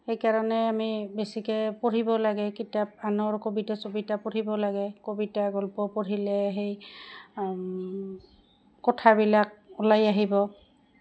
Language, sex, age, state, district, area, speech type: Assamese, female, 45-60, Assam, Goalpara, rural, spontaneous